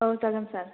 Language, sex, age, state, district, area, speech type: Bodo, female, 18-30, Assam, Chirang, rural, conversation